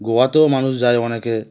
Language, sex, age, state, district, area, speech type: Bengali, male, 30-45, West Bengal, Howrah, urban, spontaneous